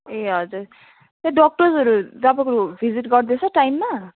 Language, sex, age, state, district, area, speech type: Nepali, female, 18-30, West Bengal, Jalpaiguri, urban, conversation